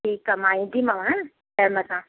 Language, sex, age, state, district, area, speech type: Sindhi, female, 30-45, Madhya Pradesh, Katni, urban, conversation